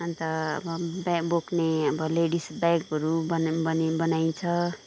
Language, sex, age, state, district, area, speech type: Nepali, female, 30-45, West Bengal, Kalimpong, rural, spontaneous